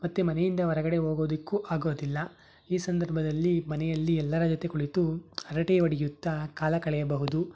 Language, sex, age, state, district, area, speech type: Kannada, male, 18-30, Karnataka, Tumkur, urban, spontaneous